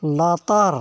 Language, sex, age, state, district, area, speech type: Santali, male, 45-60, Jharkhand, East Singhbhum, rural, read